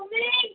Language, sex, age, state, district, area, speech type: Sindhi, female, 30-45, Maharashtra, Thane, urban, conversation